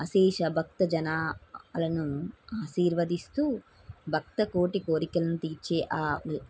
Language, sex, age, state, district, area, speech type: Telugu, female, 30-45, Andhra Pradesh, N T Rama Rao, urban, spontaneous